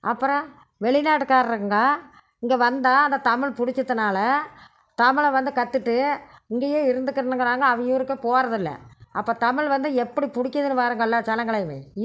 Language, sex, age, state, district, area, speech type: Tamil, female, 60+, Tamil Nadu, Erode, urban, spontaneous